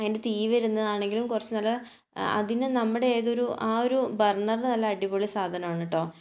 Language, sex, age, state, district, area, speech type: Malayalam, female, 18-30, Kerala, Kannur, rural, spontaneous